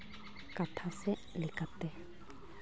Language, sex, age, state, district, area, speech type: Santali, female, 18-30, West Bengal, Malda, rural, spontaneous